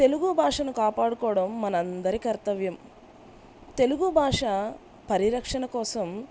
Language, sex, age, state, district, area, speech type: Telugu, female, 30-45, Andhra Pradesh, Bapatla, rural, spontaneous